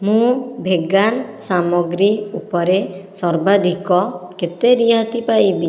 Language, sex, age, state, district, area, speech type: Odia, female, 18-30, Odisha, Khordha, rural, read